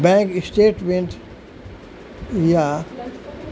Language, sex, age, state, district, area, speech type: Urdu, male, 60+, Delhi, South Delhi, urban, spontaneous